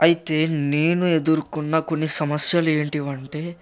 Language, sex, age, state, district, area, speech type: Telugu, male, 18-30, Telangana, Ranga Reddy, urban, spontaneous